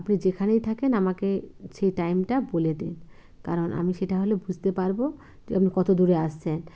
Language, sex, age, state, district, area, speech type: Bengali, female, 60+, West Bengal, Bankura, urban, spontaneous